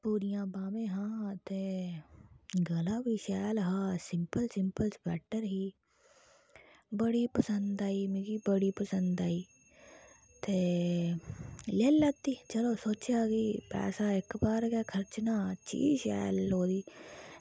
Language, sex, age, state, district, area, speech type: Dogri, female, 18-30, Jammu and Kashmir, Udhampur, rural, spontaneous